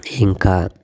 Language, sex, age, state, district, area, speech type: Telugu, male, 30-45, Andhra Pradesh, Guntur, rural, spontaneous